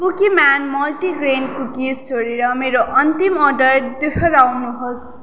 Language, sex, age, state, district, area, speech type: Nepali, female, 18-30, West Bengal, Darjeeling, rural, read